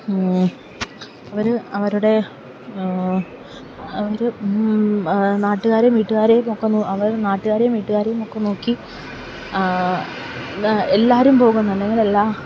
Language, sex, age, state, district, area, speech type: Malayalam, female, 30-45, Kerala, Idukki, rural, spontaneous